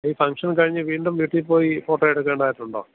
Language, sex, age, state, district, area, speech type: Malayalam, male, 30-45, Kerala, Thiruvananthapuram, rural, conversation